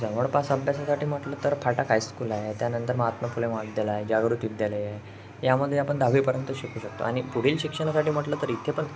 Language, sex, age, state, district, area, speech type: Marathi, male, 18-30, Maharashtra, Ratnagiri, rural, spontaneous